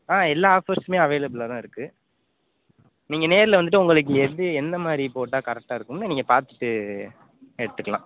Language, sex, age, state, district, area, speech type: Tamil, male, 18-30, Tamil Nadu, Pudukkottai, rural, conversation